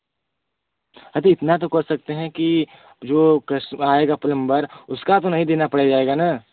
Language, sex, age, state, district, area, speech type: Hindi, male, 18-30, Uttar Pradesh, Varanasi, rural, conversation